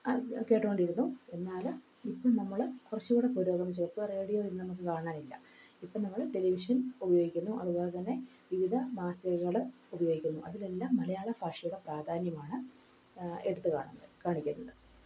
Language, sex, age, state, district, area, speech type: Malayalam, female, 30-45, Kerala, Palakkad, rural, spontaneous